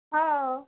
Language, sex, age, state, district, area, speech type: Marathi, female, 18-30, Maharashtra, Wardha, rural, conversation